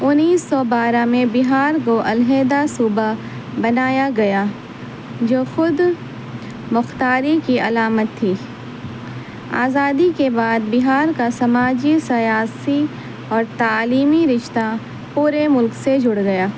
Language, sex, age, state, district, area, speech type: Urdu, female, 30-45, Bihar, Gaya, urban, spontaneous